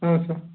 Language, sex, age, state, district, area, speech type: Kannada, male, 18-30, Karnataka, Chitradurga, rural, conversation